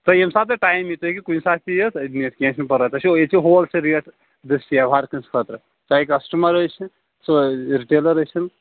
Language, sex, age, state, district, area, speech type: Kashmiri, male, 30-45, Jammu and Kashmir, Kulgam, rural, conversation